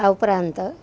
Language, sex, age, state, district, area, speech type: Gujarati, female, 45-60, Gujarat, Amreli, urban, spontaneous